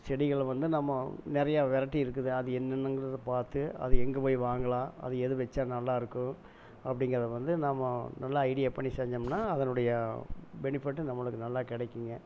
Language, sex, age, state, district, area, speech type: Tamil, male, 60+, Tamil Nadu, Erode, rural, spontaneous